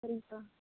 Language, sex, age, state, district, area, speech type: Tamil, female, 18-30, Tamil Nadu, Namakkal, rural, conversation